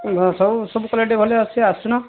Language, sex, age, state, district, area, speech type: Odia, male, 45-60, Odisha, Sambalpur, rural, conversation